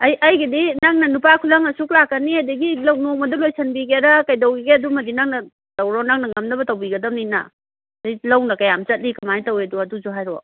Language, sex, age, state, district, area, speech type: Manipuri, female, 60+, Manipur, Kangpokpi, urban, conversation